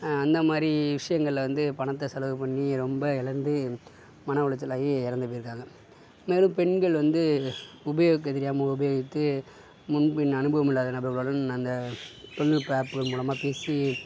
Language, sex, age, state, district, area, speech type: Tamil, male, 60+, Tamil Nadu, Sivaganga, urban, spontaneous